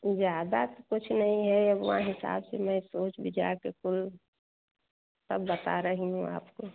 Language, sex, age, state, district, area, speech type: Hindi, female, 30-45, Uttar Pradesh, Jaunpur, rural, conversation